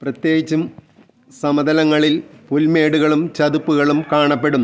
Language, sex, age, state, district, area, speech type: Malayalam, male, 45-60, Kerala, Thiruvananthapuram, rural, read